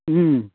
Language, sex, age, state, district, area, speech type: Bodo, male, 60+, Assam, Baksa, urban, conversation